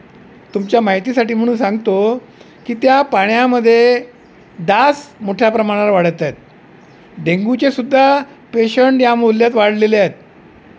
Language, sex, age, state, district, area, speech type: Marathi, male, 60+, Maharashtra, Wardha, urban, spontaneous